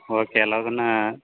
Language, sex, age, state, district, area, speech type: Kannada, male, 30-45, Karnataka, Bellary, rural, conversation